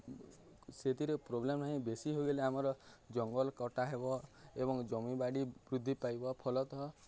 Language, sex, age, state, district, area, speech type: Odia, male, 18-30, Odisha, Nuapada, urban, spontaneous